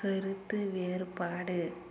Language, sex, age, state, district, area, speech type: Tamil, female, 60+, Tamil Nadu, Dharmapuri, rural, read